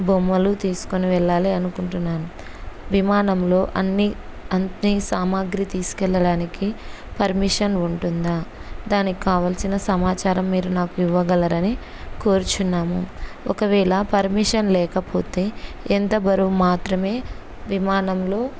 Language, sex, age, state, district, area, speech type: Telugu, female, 30-45, Andhra Pradesh, Kurnool, rural, spontaneous